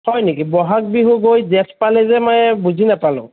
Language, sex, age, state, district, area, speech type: Assamese, male, 30-45, Assam, Kamrup Metropolitan, urban, conversation